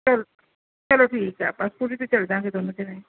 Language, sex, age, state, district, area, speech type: Punjabi, female, 30-45, Punjab, Gurdaspur, rural, conversation